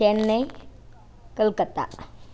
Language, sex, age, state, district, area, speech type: Tamil, female, 60+, Tamil Nadu, Namakkal, rural, spontaneous